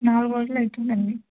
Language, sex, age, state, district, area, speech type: Telugu, female, 18-30, Telangana, Siddipet, urban, conversation